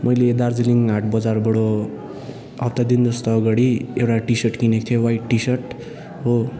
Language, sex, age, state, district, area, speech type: Nepali, male, 18-30, West Bengal, Darjeeling, rural, spontaneous